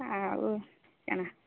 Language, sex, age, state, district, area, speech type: Odia, female, 45-60, Odisha, Sambalpur, rural, conversation